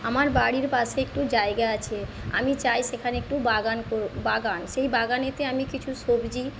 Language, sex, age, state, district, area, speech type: Bengali, female, 30-45, West Bengal, Paschim Medinipur, rural, spontaneous